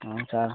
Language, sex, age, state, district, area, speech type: Odia, male, 18-30, Odisha, Nabarangpur, urban, conversation